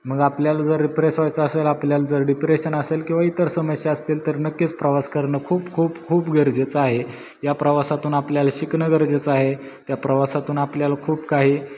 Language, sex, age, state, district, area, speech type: Marathi, male, 18-30, Maharashtra, Satara, rural, spontaneous